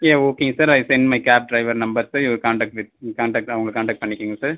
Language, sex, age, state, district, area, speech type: Tamil, male, 18-30, Tamil Nadu, Kallakurichi, rural, conversation